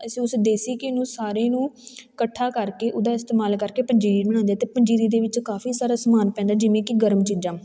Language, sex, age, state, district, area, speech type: Punjabi, female, 18-30, Punjab, Fatehgarh Sahib, rural, spontaneous